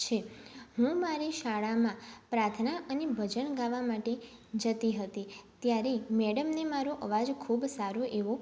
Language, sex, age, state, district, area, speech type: Gujarati, female, 18-30, Gujarat, Mehsana, rural, spontaneous